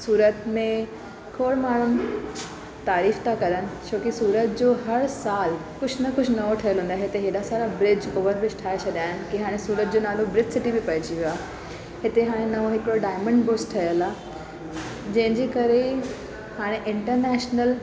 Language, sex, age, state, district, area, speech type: Sindhi, female, 30-45, Gujarat, Surat, urban, spontaneous